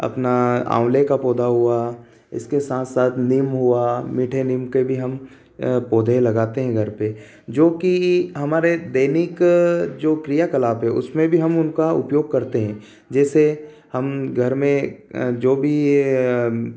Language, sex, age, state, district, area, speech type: Hindi, male, 30-45, Madhya Pradesh, Ujjain, urban, spontaneous